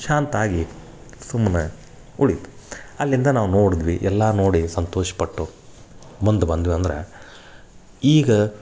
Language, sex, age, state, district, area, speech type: Kannada, male, 30-45, Karnataka, Dharwad, rural, spontaneous